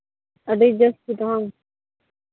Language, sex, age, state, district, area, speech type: Santali, female, 18-30, Jharkhand, Pakur, rural, conversation